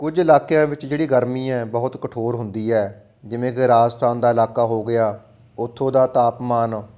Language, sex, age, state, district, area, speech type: Punjabi, male, 45-60, Punjab, Fatehgarh Sahib, rural, spontaneous